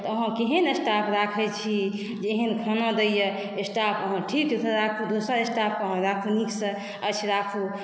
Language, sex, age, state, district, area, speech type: Maithili, female, 60+, Bihar, Saharsa, rural, spontaneous